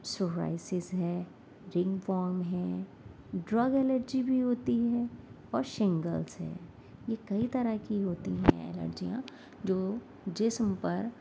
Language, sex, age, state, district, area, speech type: Urdu, female, 30-45, Delhi, Central Delhi, urban, spontaneous